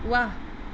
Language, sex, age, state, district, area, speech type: Assamese, female, 45-60, Assam, Sonitpur, urban, read